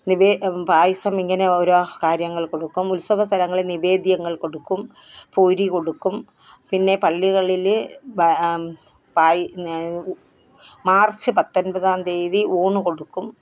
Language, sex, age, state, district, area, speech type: Malayalam, female, 60+, Kerala, Kollam, rural, spontaneous